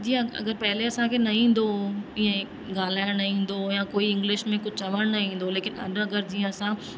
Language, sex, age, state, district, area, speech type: Sindhi, female, 30-45, Madhya Pradesh, Katni, rural, spontaneous